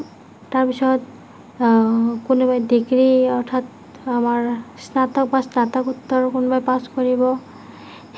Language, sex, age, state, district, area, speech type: Assamese, female, 45-60, Assam, Nagaon, rural, spontaneous